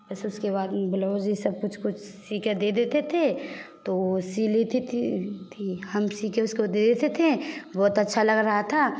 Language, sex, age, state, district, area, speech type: Hindi, female, 18-30, Bihar, Samastipur, urban, spontaneous